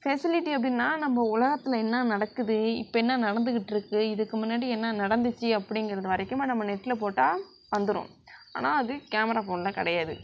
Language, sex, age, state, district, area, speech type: Tamil, female, 60+, Tamil Nadu, Sivaganga, rural, spontaneous